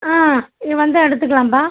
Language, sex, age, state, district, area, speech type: Tamil, female, 45-60, Tamil Nadu, Tiruchirappalli, rural, conversation